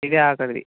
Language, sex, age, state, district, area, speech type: Telugu, male, 18-30, Telangana, Sangareddy, urban, conversation